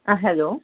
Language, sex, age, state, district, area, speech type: Malayalam, female, 18-30, Kerala, Pathanamthitta, rural, conversation